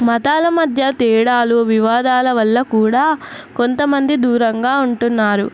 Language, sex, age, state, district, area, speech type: Telugu, female, 18-30, Telangana, Nizamabad, urban, spontaneous